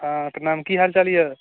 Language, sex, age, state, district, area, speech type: Maithili, male, 18-30, Bihar, Darbhanga, rural, conversation